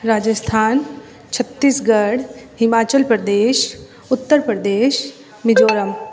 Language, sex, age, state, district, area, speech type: Hindi, female, 30-45, Rajasthan, Jodhpur, urban, spontaneous